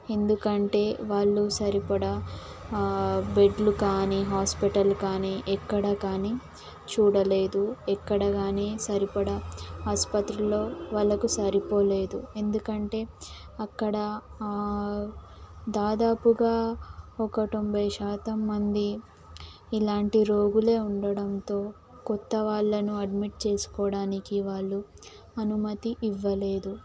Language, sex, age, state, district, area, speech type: Telugu, female, 18-30, Telangana, Mahbubnagar, rural, spontaneous